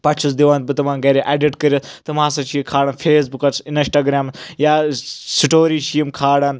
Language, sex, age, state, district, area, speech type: Kashmiri, male, 18-30, Jammu and Kashmir, Anantnag, rural, spontaneous